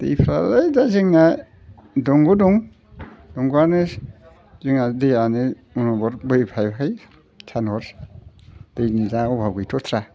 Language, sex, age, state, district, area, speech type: Bodo, male, 60+, Assam, Udalguri, rural, spontaneous